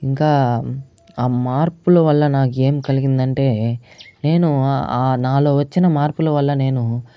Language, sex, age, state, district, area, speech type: Telugu, male, 45-60, Andhra Pradesh, Chittoor, urban, spontaneous